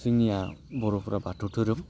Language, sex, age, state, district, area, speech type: Bodo, male, 18-30, Assam, Udalguri, urban, spontaneous